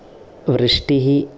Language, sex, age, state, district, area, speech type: Sanskrit, male, 30-45, Kerala, Kasaragod, rural, spontaneous